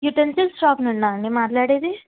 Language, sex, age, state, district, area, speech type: Telugu, female, 18-30, Telangana, Karimnagar, urban, conversation